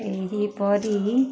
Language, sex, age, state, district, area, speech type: Odia, female, 45-60, Odisha, Ganjam, urban, spontaneous